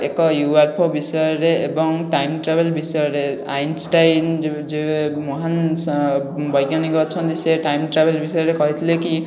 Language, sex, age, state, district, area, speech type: Odia, male, 18-30, Odisha, Khordha, rural, spontaneous